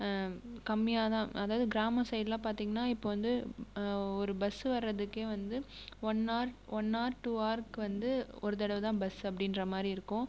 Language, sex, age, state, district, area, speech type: Tamil, female, 18-30, Tamil Nadu, Viluppuram, rural, spontaneous